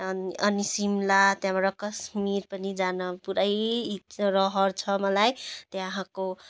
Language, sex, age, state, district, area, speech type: Nepali, female, 30-45, West Bengal, Jalpaiguri, urban, spontaneous